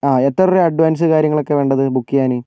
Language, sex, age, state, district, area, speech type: Malayalam, male, 45-60, Kerala, Wayanad, rural, spontaneous